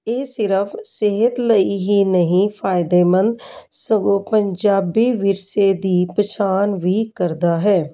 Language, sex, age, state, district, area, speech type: Punjabi, female, 45-60, Punjab, Jalandhar, urban, spontaneous